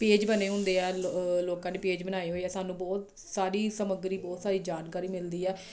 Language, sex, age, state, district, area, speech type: Punjabi, female, 30-45, Punjab, Jalandhar, urban, spontaneous